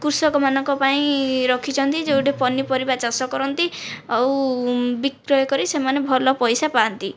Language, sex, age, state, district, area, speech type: Odia, female, 45-60, Odisha, Kandhamal, rural, spontaneous